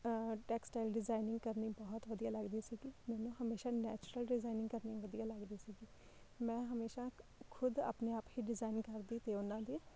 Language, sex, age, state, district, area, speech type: Punjabi, female, 30-45, Punjab, Shaheed Bhagat Singh Nagar, urban, spontaneous